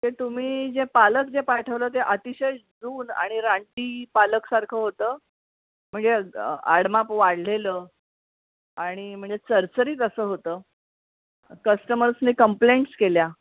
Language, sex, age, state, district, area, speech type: Marathi, female, 60+, Maharashtra, Mumbai Suburban, urban, conversation